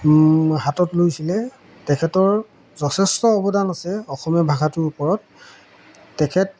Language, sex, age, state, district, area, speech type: Assamese, male, 45-60, Assam, Golaghat, urban, spontaneous